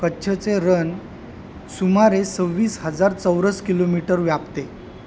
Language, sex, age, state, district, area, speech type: Marathi, male, 30-45, Maharashtra, Mumbai Suburban, urban, read